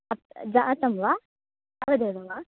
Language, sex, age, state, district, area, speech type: Sanskrit, female, 18-30, Karnataka, Hassan, rural, conversation